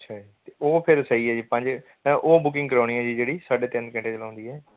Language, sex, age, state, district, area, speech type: Punjabi, male, 18-30, Punjab, Fazilka, rural, conversation